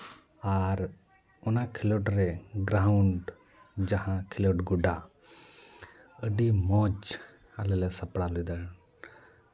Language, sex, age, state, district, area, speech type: Santali, male, 30-45, West Bengal, Purba Bardhaman, rural, spontaneous